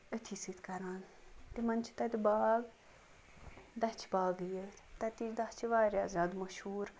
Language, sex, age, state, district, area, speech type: Kashmiri, female, 30-45, Jammu and Kashmir, Ganderbal, rural, spontaneous